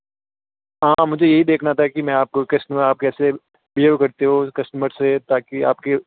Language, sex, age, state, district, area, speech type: Hindi, male, 18-30, Rajasthan, Jodhpur, urban, conversation